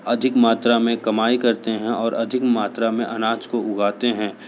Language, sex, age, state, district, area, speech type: Hindi, male, 60+, Uttar Pradesh, Sonbhadra, rural, spontaneous